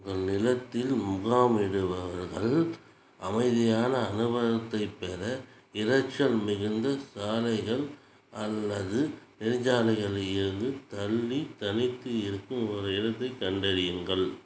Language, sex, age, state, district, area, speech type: Tamil, male, 30-45, Tamil Nadu, Ariyalur, rural, read